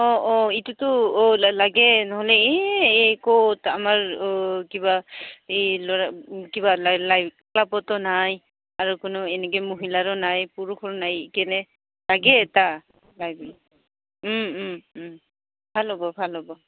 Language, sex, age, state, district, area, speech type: Assamese, female, 30-45, Assam, Goalpara, urban, conversation